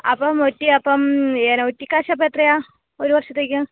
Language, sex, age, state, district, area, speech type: Malayalam, female, 18-30, Kerala, Kozhikode, rural, conversation